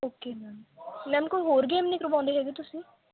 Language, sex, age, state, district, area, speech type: Punjabi, female, 18-30, Punjab, Mansa, rural, conversation